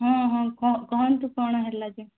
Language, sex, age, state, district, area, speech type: Odia, female, 18-30, Odisha, Sundergarh, urban, conversation